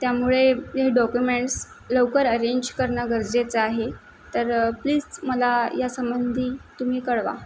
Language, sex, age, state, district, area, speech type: Marathi, female, 18-30, Maharashtra, Mumbai City, urban, spontaneous